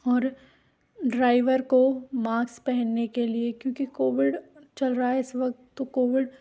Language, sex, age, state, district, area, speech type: Hindi, female, 30-45, Rajasthan, Karauli, urban, spontaneous